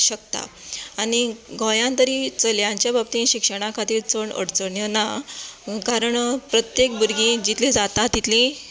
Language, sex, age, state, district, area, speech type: Goan Konkani, female, 30-45, Goa, Canacona, rural, spontaneous